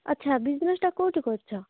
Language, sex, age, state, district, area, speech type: Odia, female, 45-60, Odisha, Nabarangpur, rural, conversation